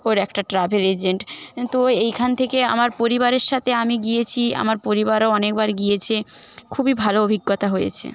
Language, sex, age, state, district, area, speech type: Bengali, female, 18-30, West Bengal, Paschim Medinipur, rural, spontaneous